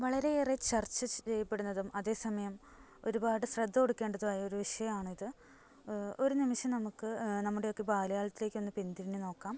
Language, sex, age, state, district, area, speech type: Malayalam, female, 18-30, Kerala, Ernakulam, rural, spontaneous